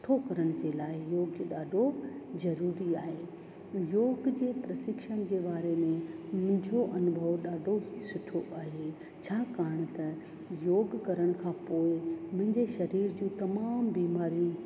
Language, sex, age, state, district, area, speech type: Sindhi, female, 45-60, Rajasthan, Ajmer, urban, spontaneous